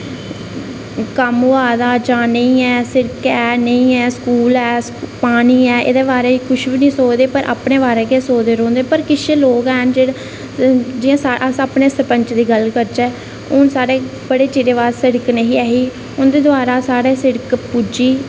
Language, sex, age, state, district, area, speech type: Dogri, female, 18-30, Jammu and Kashmir, Reasi, rural, spontaneous